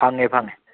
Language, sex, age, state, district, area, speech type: Manipuri, male, 30-45, Manipur, Kangpokpi, urban, conversation